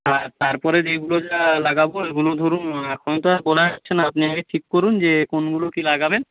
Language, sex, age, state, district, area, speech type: Bengali, male, 30-45, West Bengal, Jhargram, rural, conversation